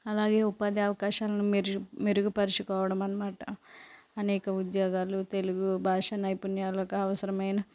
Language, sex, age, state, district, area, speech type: Telugu, female, 45-60, Andhra Pradesh, Konaseema, rural, spontaneous